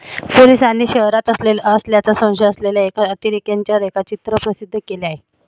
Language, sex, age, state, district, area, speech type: Marathi, female, 18-30, Maharashtra, Buldhana, rural, read